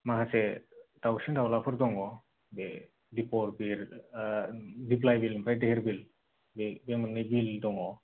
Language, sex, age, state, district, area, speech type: Bodo, male, 18-30, Assam, Kokrajhar, rural, conversation